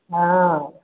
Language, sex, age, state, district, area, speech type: Maithili, female, 30-45, Bihar, Begusarai, urban, conversation